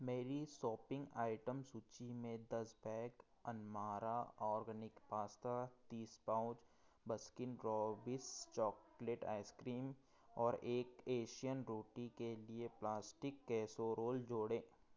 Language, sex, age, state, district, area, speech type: Hindi, male, 30-45, Madhya Pradesh, Betul, rural, read